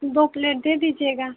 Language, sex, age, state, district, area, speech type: Hindi, female, 18-30, Uttar Pradesh, Mau, rural, conversation